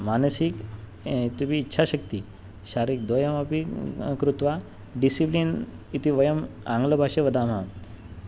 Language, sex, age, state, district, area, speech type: Sanskrit, male, 18-30, Maharashtra, Nagpur, urban, spontaneous